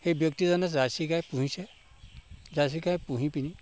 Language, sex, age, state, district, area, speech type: Assamese, male, 45-60, Assam, Sivasagar, rural, spontaneous